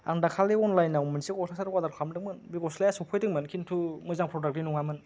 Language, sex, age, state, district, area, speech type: Bodo, male, 18-30, Assam, Kokrajhar, rural, spontaneous